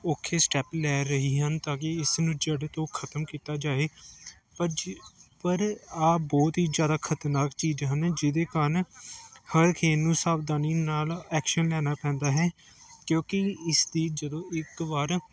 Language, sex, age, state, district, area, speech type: Punjabi, male, 18-30, Punjab, Gurdaspur, urban, spontaneous